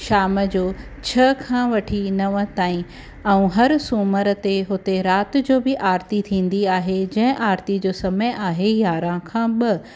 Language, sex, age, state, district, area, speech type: Sindhi, female, 30-45, Maharashtra, Thane, urban, spontaneous